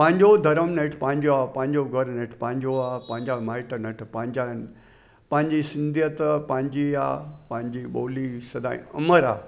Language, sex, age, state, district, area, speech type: Sindhi, male, 60+, Gujarat, Junagadh, rural, spontaneous